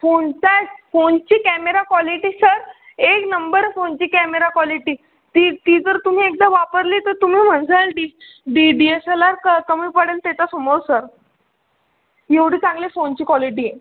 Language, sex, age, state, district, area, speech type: Marathi, male, 60+, Maharashtra, Buldhana, rural, conversation